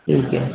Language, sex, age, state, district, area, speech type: Urdu, male, 18-30, Delhi, East Delhi, urban, conversation